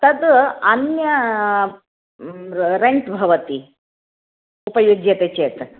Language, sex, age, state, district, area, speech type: Sanskrit, female, 30-45, Karnataka, Shimoga, urban, conversation